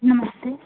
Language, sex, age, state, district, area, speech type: Hindi, female, 18-30, Uttar Pradesh, Azamgarh, rural, conversation